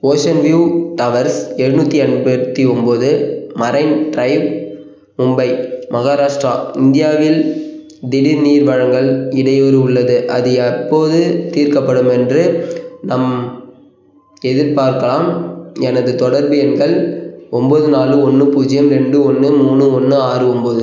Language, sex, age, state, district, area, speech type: Tamil, male, 18-30, Tamil Nadu, Perambalur, rural, read